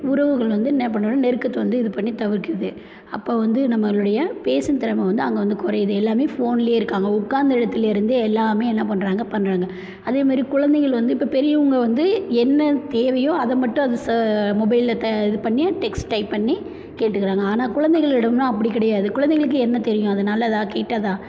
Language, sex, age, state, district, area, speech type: Tamil, female, 30-45, Tamil Nadu, Perambalur, rural, spontaneous